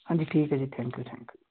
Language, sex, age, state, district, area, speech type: Punjabi, male, 30-45, Punjab, Fazilka, rural, conversation